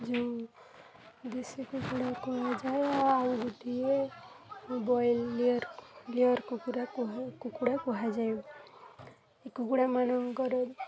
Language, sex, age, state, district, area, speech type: Odia, female, 18-30, Odisha, Nuapada, urban, spontaneous